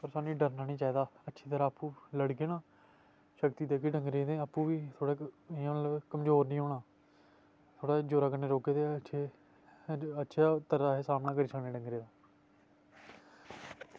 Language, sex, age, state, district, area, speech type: Dogri, male, 18-30, Jammu and Kashmir, Samba, rural, spontaneous